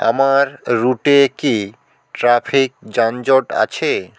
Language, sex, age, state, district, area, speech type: Bengali, male, 45-60, West Bengal, South 24 Parganas, rural, read